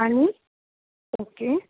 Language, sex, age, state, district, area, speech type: Goan Konkani, female, 30-45, Goa, Bardez, urban, conversation